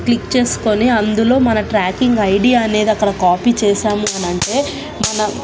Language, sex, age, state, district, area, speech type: Telugu, female, 18-30, Telangana, Nalgonda, urban, spontaneous